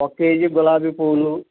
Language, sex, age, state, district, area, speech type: Telugu, male, 45-60, Andhra Pradesh, Krishna, rural, conversation